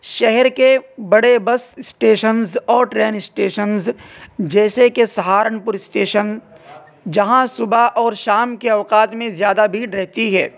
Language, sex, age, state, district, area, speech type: Urdu, male, 18-30, Uttar Pradesh, Saharanpur, urban, spontaneous